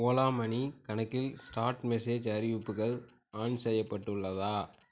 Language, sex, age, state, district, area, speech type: Tamil, male, 30-45, Tamil Nadu, Tiruchirappalli, rural, read